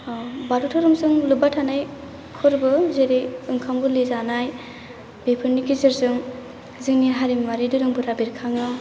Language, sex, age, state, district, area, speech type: Bodo, female, 18-30, Assam, Baksa, rural, spontaneous